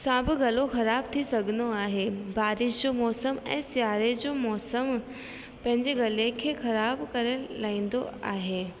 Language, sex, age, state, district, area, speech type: Sindhi, female, 18-30, Rajasthan, Ajmer, urban, spontaneous